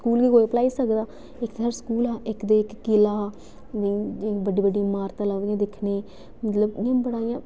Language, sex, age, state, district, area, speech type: Dogri, female, 18-30, Jammu and Kashmir, Udhampur, rural, spontaneous